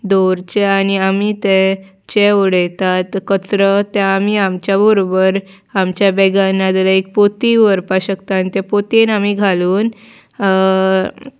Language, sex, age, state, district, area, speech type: Goan Konkani, female, 18-30, Goa, Salcete, urban, spontaneous